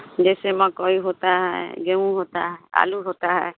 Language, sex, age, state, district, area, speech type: Hindi, female, 30-45, Bihar, Vaishali, rural, conversation